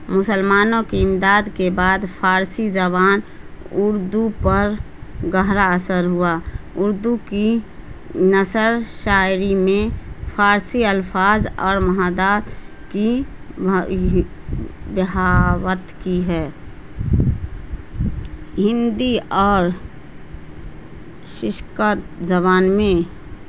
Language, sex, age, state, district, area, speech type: Urdu, female, 30-45, Bihar, Madhubani, rural, spontaneous